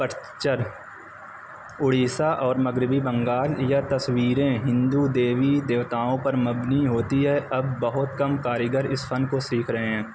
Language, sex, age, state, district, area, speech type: Urdu, male, 30-45, Uttar Pradesh, Azamgarh, rural, spontaneous